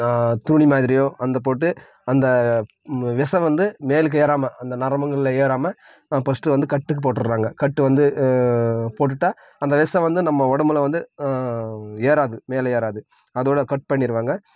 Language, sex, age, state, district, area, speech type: Tamil, male, 18-30, Tamil Nadu, Krishnagiri, rural, spontaneous